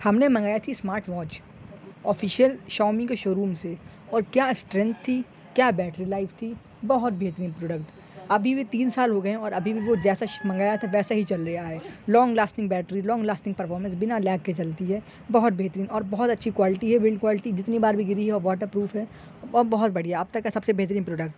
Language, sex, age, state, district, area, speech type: Urdu, male, 18-30, Uttar Pradesh, Shahjahanpur, urban, spontaneous